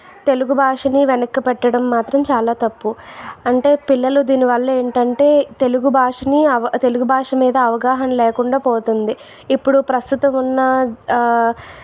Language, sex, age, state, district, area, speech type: Telugu, female, 18-30, Andhra Pradesh, Vizianagaram, urban, spontaneous